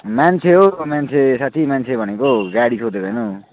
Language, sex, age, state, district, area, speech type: Nepali, male, 18-30, West Bengal, Kalimpong, rural, conversation